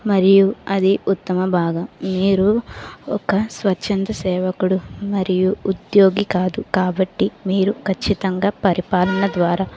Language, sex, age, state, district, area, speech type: Telugu, female, 30-45, Andhra Pradesh, Kakinada, urban, spontaneous